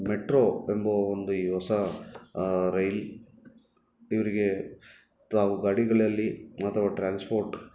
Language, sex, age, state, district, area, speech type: Kannada, male, 30-45, Karnataka, Bangalore Urban, urban, spontaneous